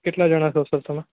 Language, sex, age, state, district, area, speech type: Gujarati, male, 18-30, Gujarat, Junagadh, urban, conversation